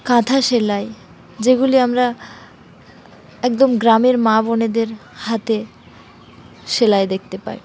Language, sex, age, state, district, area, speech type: Bengali, female, 30-45, West Bengal, Dakshin Dinajpur, urban, spontaneous